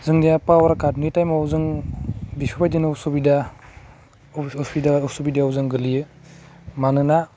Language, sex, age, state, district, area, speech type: Bodo, male, 18-30, Assam, Udalguri, urban, spontaneous